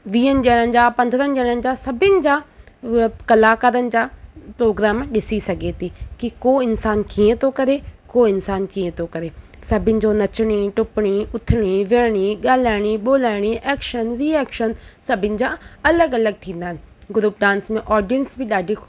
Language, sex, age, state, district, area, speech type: Sindhi, female, 30-45, Rajasthan, Ajmer, urban, spontaneous